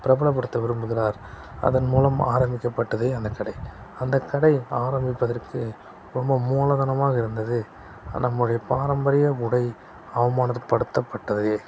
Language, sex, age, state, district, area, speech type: Tamil, male, 30-45, Tamil Nadu, Salem, urban, spontaneous